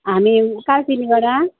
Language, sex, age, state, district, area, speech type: Nepali, female, 45-60, West Bengal, Alipurduar, rural, conversation